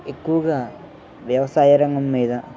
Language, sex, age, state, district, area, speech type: Telugu, male, 18-30, Andhra Pradesh, Eluru, urban, spontaneous